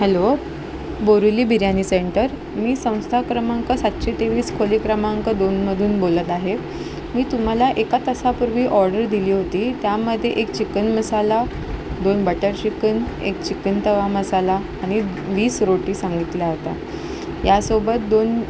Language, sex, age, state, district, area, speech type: Marathi, female, 18-30, Maharashtra, Ratnagiri, urban, spontaneous